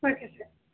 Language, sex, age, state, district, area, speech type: Telugu, female, 30-45, Andhra Pradesh, Visakhapatnam, urban, conversation